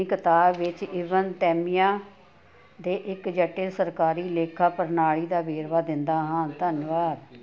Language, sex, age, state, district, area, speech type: Punjabi, female, 60+, Punjab, Ludhiana, rural, read